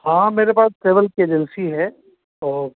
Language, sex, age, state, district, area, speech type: Hindi, male, 60+, Uttar Pradesh, Azamgarh, rural, conversation